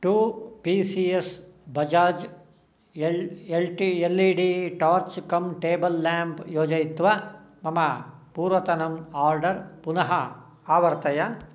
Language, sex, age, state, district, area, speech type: Sanskrit, male, 60+, Karnataka, Shimoga, urban, read